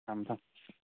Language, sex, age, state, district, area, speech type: Manipuri, male, 30-45, Manipur, Thoubal, rural, conversation